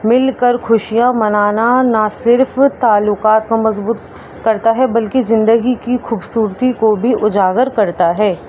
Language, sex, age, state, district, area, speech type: Urdu, female, 18-30, Delhi, East Delhi, urban, spontaneous